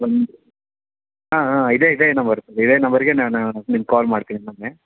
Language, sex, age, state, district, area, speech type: Kannada, male, 30-45, Karnataka, Gadag, urban, conversation